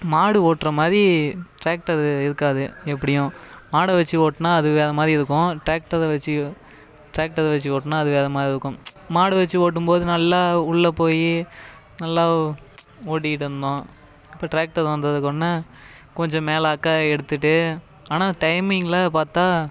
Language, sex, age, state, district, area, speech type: Tamil, male, 30-45, Tamil Nadu, Cuddalore, rural, spontaneous